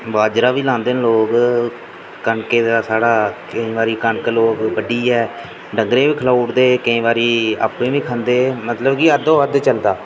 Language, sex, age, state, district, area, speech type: Dogri, male, 18-30, Jammu and Kashmir, Reasi, rural, spontaneous